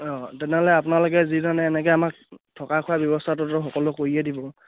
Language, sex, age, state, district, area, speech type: Assamese, male, 18-30, Assam, Charaideo, rural, conversation